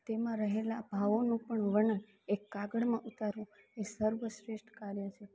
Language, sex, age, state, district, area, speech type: Gujarati, female, 18-30, Gujarat, Rajkot, rural, spontaneous